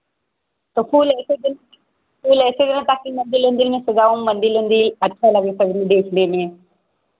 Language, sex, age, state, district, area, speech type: Hindi, female, 18-30, Uttar Pradesh, Pratapgarh, rural, conversation